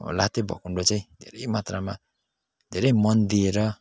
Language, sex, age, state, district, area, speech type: Nepali, male, 30-45, West Bengal, Kalimpong, rural, spontaneous